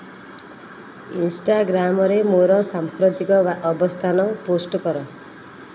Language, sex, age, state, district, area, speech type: Odia, female, 30-45, Odisha, Nayagarh, rural, read